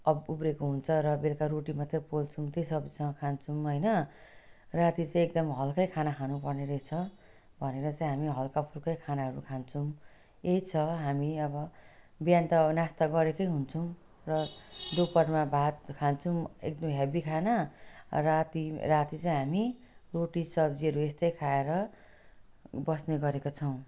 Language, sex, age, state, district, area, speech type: Nepali, female, 45-60, West Bengal, Jalpaiguri, rural, spontaneous